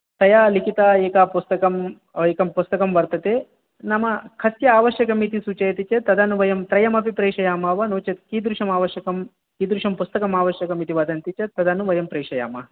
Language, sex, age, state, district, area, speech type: Sanskrit, male, 30-45, Telangana, Ranga Reddy, urban, conversation